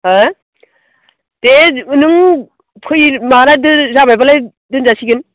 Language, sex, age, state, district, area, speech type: Bodo, female, 45-60, Assam, Baksa, rural, conversation